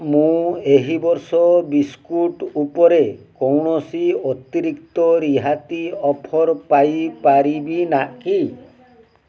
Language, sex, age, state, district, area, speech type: Odia, male, 60+, Odisha, Balasore, rural, read